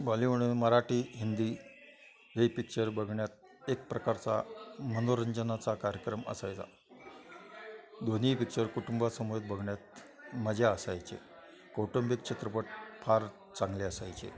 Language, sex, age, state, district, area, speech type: Marathi, male, 60+, Maharashtra, Kolhapur, urban, spontaneous